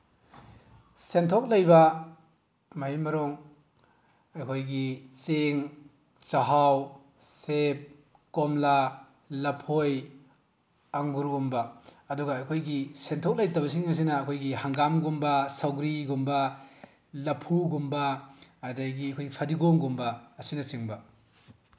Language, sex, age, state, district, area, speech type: Manipuri, male, 18-30, Manipur, Bishnupur, rural, spontaneous